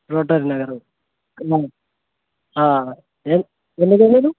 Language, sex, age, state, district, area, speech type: Telugu, male, 18-30, Telangana, Khammam, urban, conversation